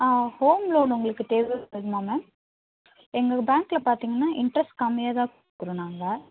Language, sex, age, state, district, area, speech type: Tamil, female, 30-45, Tamil Nadu, Chennai, urban, conversation